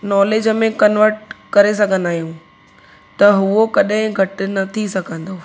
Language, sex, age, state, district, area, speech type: Sindhi, female, 18-30, Gujarat, Surat, urban, spontaneous